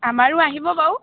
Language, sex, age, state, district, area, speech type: Assamese, female, 18-30, Assam, Dhemaji, urban, conversation